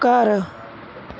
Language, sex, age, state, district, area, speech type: Punjabi, male, 18-30, Punjab, Mohali, rural, read